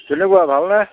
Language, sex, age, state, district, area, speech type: Assamese, male, 60+, Assam, Majuli, urban, conversation